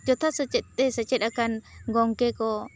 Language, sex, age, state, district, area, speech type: Santali, female, 18-30, West Bengal, Bankura, rural, spontaneous